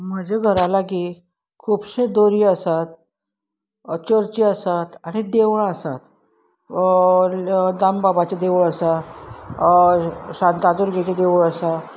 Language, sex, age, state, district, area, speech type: Goan Konkani, female, 45-60, Goa, Salcete, urban, spontaneous